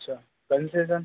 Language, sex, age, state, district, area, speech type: Hindi, male, 18-30, Madhya Pradesh, Hoshangabad, rural, conversation